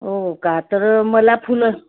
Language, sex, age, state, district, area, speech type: Marathi, female, 30-45, Maharashtra, Wardha, rural, conversation